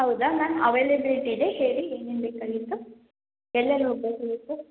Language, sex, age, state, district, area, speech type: Kannada, female, 18-30, Karnataka, Mandya, rural, conversation